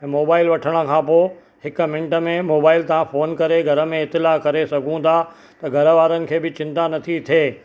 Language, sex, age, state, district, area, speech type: Sindhi, male, 45-60, Maharashtra, Thane, urban, spontaneous